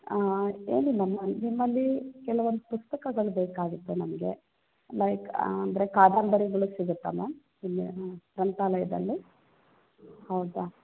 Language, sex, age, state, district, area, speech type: Kannada, female, 45-60, Karnataka, Chikkaballapur, rural, conversation